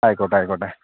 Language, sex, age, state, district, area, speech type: Malayalam, male, 30-45, Kerala, Thiruvananthapuram, urban, conversation